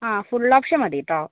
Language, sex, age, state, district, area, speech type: Malayalam, female, 45-60, Kerala, Kozhikode, urban, conversation